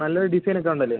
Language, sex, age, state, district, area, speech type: Malayalam, male, 30-45, Kerala, Idukki, rural, conversation